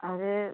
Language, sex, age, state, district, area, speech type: Hindi, female, 30-45, Uttar Pradesh, Jaunpur, rural, conversation